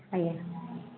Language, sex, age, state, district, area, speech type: Odia, female, 45-60, Odisha, Jajpur, rural, conversation